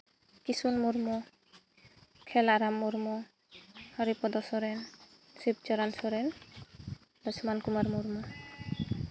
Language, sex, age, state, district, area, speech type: Santali, female, 18-30, Jharkhand, Seraikela Kharsawan, rural, spontaneous